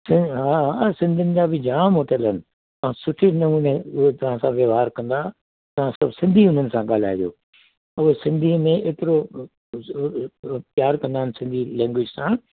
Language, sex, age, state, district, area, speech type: Sindhi, male, 60+, Delhi, South Delhi, rural, conversation